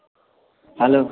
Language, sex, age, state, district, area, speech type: Maithili, male, 18-30, Bihar, Supaul, rural, conversation